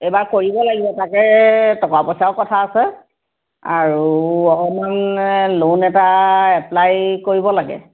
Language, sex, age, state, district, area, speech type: Assamese, female, 60+, Assam, Sivasagar, urban, conversation